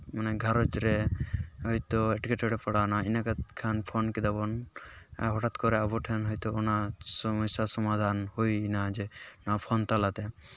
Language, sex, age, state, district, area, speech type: Santali, male, 18-30, West Bengal, Purulia, rural, spontaneous